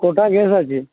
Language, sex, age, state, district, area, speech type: Bengali, male, 30-45, West Bengal, Uttar Dinajpur, urban, conversation